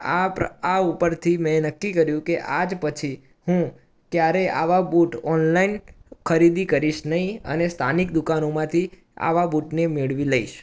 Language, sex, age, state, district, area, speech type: Gujarati, male, 18-30, Gujarat, Mehsana, urban, spontaneous